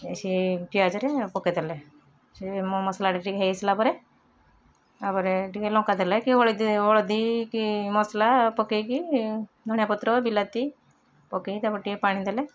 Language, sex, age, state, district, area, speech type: Odia, female, 60+, Odisha, Balasore, rural, spontaneous